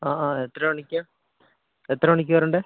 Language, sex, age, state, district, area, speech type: Malayalam, male, 18-30, Kerala, Kozhikode, urban, conversation